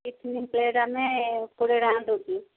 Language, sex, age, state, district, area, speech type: Odia, female, 45-60, Odisha, Gajapati, rural, conversation